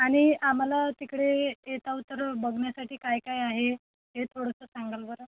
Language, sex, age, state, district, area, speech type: Marathi, female, 18-30, Maharashtra, Thane, rural, conversation